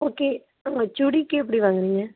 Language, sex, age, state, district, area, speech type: Tamil, female, 45-60, Tamil Nadu, Mayiladuthurai, rural, conversation